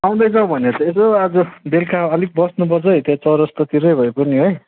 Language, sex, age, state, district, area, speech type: Nepali, male, 30-45, West Bengal, Darjeeling, rural, conversation